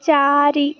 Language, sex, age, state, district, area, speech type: Odia, female, 18-30, Odisha, Koraput, urban, read